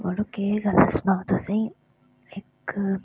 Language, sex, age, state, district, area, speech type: Dogri, female, 18-30, Jammu and Kashmir, Udhampur, rural, spontaneous